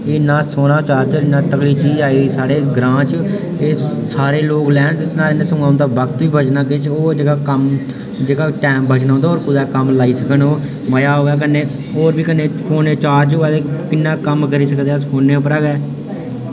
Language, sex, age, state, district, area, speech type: Dogri, male, 18-30, Jammu and Kashmir, Udhampur, rural, spontaneous